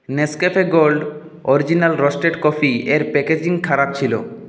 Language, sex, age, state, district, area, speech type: Bengali, male, 30-45, West Bengal, Purulia, urban, read